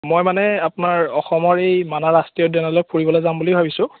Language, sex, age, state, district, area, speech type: Assamese, male, 30-45, Assam, Biswanath, rural, conversation